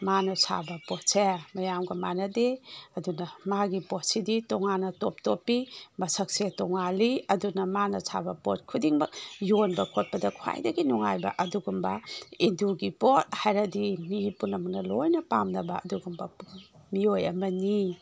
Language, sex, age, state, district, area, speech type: Manipuri, female, 60+, Manipur, Imphal East, rural, spontaneous